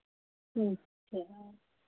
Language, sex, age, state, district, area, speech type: Hindi, female, 45-60, Uttar Pradesh, Hardoi, rural, conversation